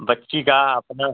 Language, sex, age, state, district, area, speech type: Hindi, male, 45-60, Uttar Pradesh, Ghazipur, rural, conversation